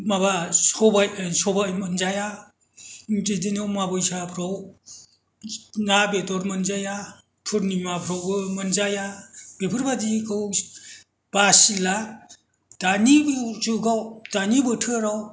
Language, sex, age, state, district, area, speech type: Bodo, male, 60+, Assam, Kokrajhar, rural, spontaneous